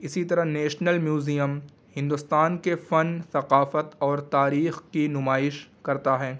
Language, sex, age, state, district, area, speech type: Urdu, male, 18-30, Delhi, East Delhi, urban, spontaneous